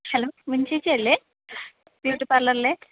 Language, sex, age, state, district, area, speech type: Malayalam, female, 30-45, Kerala, Pathanamthitta, rural, conversation